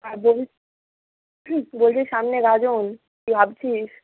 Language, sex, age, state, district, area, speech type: Bengali, female, 30-45, West Bengal, Nadia, urban, conversation